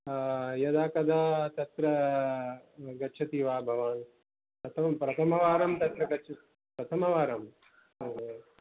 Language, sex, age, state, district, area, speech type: Sanskrit, male, 45-60, Kerala, Palakkad, urban, conversation